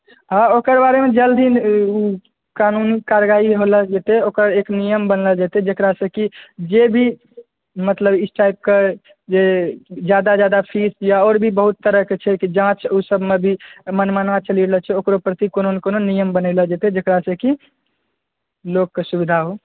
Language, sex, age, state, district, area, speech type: Maithili, male, 18-30, Bihar, Purnia, urban, conversation